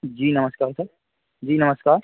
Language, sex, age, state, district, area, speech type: Hindi, male, 30-45, Madhya Pradesh, Hoshangabad, rural, conversation